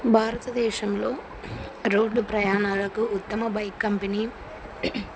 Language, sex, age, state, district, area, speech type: Telugu, female, 45-60, Andhra Pradesh, Kurnool, rural, spontaneous